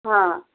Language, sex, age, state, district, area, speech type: Odia, female, 60+, Odisha, Jharsuguda, rural, conversation